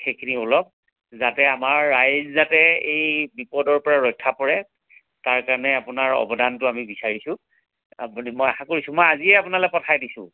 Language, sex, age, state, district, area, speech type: Assamese, male, 60+, Assam, Majuli, urban, conversation